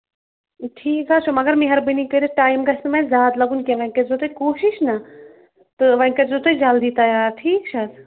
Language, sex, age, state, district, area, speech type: Kashmiri, female, 30-45, Jammu and Kashmir, Shopian, rural, conversation